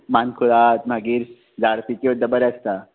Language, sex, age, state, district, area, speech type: Goan Konkani, male, 18-30, Goa, Ponda, rural, conversation